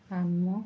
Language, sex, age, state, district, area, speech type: Odia, female, 45-60, Odisha, Koraput, urban, spontaneous